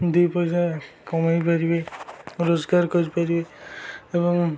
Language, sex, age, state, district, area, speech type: Odia, male, 18-30, Odisha, Jagatsinghpur, rural, spontaneous